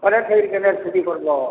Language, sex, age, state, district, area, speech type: Odia, male, 60+, Odisha, Balangir, urban, conversation